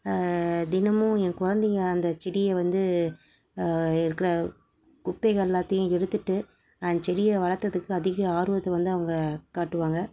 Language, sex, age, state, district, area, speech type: Tamil, female, 30-45, Tamil Nadu, Salem, rural, spontaneous